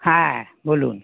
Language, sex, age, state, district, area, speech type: Bengali, male, 60+, West Bengal, North 24 Parganas, urban, conversation